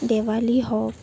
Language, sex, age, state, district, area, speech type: Assamese, female, 18-30, Assam, Morigaon, rural, spontaneous